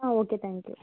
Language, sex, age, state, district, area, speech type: Tamil, female, 18-30, Tamil Nadu, Tirupattur, urban, conversation